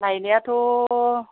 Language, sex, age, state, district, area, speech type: Bodo, female, 60+, Assam, Chirang, rural, conversation